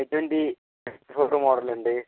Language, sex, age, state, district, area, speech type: Malayalam, male, 18-30, Kerala, Wayanad, rural, conversation